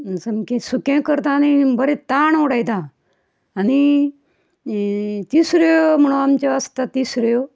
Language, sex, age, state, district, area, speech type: Goan Konkani, female, 60+, Goa, Ponda, rural, spontaneous